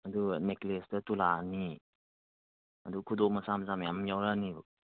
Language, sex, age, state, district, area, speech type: Manipuri, male, 30-45, Manipur, Kangpokpi, urban, conversation